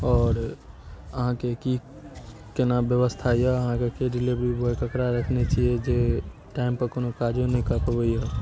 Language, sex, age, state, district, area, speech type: Maithili, male, 18-30, Bihar, Darbhanga, urban, spontaneous